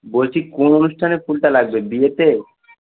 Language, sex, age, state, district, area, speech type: Bengali, male, 18-30, West Bengal, Howrah, urban, conversation